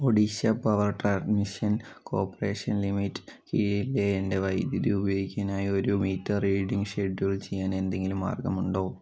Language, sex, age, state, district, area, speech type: Malayalam, male, 18-30, Kerala, Wayanad, rural, read